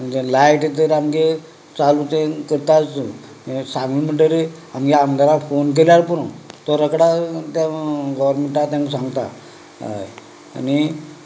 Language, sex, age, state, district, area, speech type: Goan Konkani, male, 45-60, Goa, Canacona, rural, spontaneous